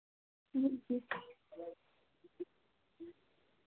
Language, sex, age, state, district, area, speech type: Hindi, female, 18-30, Bihar, Begusarai, urban, conversation